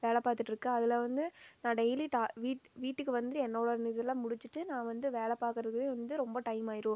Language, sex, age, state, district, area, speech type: Tamil, female, 18-30, Tamil Nadu, Erode, rural, spontaneous